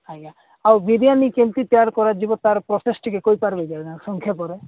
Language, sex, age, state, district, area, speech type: Odia, male, 45-60, Odisha, Nabarangpur, rural, conversation